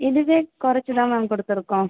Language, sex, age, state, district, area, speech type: Tamil, female, 18-30, Tamil Nadu, Viluppuram, rural, conversation